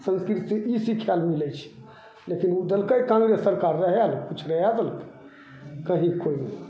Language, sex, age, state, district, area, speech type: Maithili, male, 60+, Bihar, Begusarai, urban, spontaneous